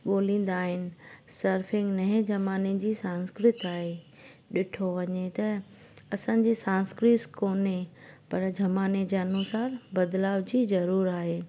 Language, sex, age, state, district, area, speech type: Sindhi, female, 30-45, Gujarat, Junagadh, rural, spontaneous